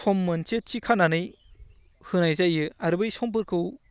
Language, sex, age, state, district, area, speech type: Bodo, male, 18-30, Assam, Baksa, rural, spontaneous